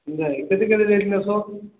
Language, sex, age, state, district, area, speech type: Odia, male, 30-45, Odisha, Balangir, urban, conversation